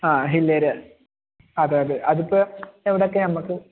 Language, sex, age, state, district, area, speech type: Malayalam, male, 30-45, Kerala, Malappuram, rural, conversation